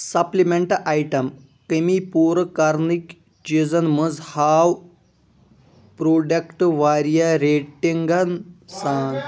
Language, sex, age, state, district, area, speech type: Kashmiri, male, 18-30, Jammu and Kashmir, Shopian, rural, read